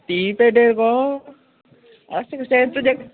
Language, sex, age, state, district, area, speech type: Goan Konkani, female, 45-60, Goa, Murmgao, rural, conversation